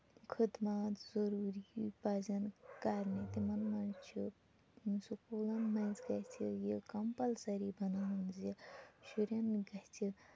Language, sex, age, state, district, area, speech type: Kashmiri, female, 30-45, Jammu and Kashmir, Shopian, urban, spontaneous